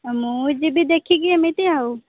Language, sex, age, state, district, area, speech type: Odia, female, 30-45, Odisha, Sambalpur, rural, conversation